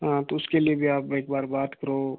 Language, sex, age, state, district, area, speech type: Hindi, male, 18-30, Rajasthan, Ajmer, urban, conversation